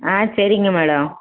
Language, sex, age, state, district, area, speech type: Tamil, female, 45-60, Tamil Nadu, Madurai, rural, conversation